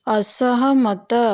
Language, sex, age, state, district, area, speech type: Odia, female, 18-30, Odisha, Kandhamal, rural, read